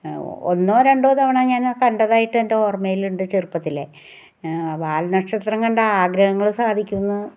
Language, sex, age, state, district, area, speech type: Malayalam, female, 60+, Kerala, Ernakulam, rural, spontaneous